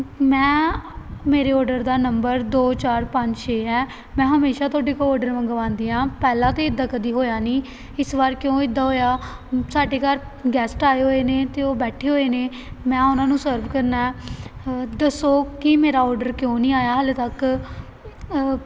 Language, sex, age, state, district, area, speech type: Punjabi, female, 18-30, Punjab, Gurdaspur, rural, spontaneous